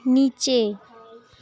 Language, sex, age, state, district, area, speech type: Bengali, female, 18-30, West Bengal, Jalpaiguri, rural, read